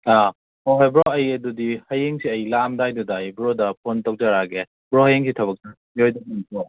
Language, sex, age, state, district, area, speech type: Manipuri, male, 18-30, Manipur, Kakching, rural, conversation